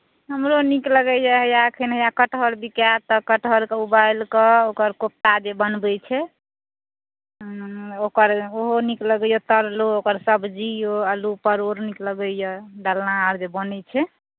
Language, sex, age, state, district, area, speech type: Maithili, female, 45-60, Bihar, Madhubani, rural, conversation